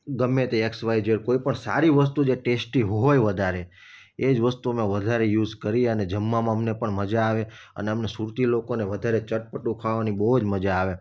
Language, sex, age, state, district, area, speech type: Gujarati, male, 30-45, Gujarat, Surat, urban, spontaneous